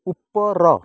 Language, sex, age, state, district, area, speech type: Odia, male, 30-45, Odisha, Kendrapara, urban, read